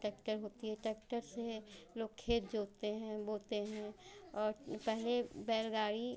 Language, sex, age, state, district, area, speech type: Hindi, female, 45-60, Uttar Pradesh, Chandauli, rural, spontaneous